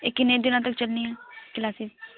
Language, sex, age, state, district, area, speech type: Punjabi, female, 18-30, Punjab, Shaheed Bhagat Singh Nagar, rural, conversation